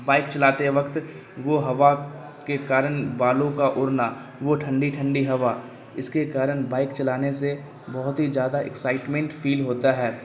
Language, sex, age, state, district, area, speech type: Urdu, male, 18-30, Bihar, Darbhanga, urban, spontaneous